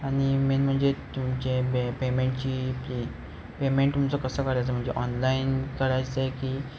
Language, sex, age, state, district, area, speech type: Marathi, male, 18-30, Maharashtra, Ratnagiri, urban, spontaneous